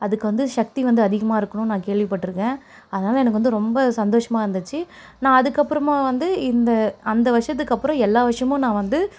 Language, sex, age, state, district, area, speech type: Tamil, female, 18-30, Tamil Nadu, Perambalur, rural, spontaneous